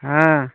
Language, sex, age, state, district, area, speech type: Hindi, male, 45-60, Uttar Pradesh, Prayagraj, rural, conversation